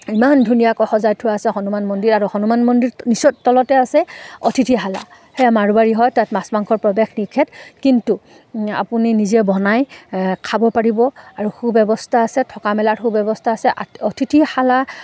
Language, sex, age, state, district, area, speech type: Assamese, female, 30-45, Assam, Udalguri, rural, spontaneous